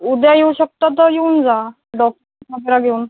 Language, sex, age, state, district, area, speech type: Marathi, female, 18-30, Maharashtra, Akola, rural, conversation